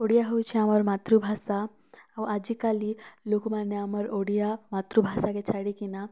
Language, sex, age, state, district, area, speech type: Odia, female, 18-30, Odisha, Kalahandi, rural, spontaneous